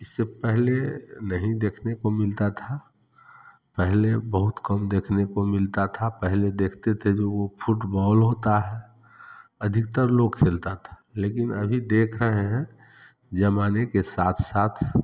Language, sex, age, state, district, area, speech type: Hindi, male, 30-45, Bihar, Samastipur, rural, spontaneous